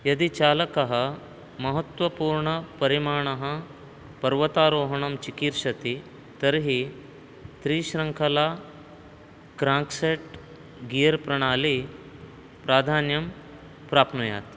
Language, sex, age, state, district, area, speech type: Sanskrit, male, 30-45, Karnataka, Uttara Kannada, rural, read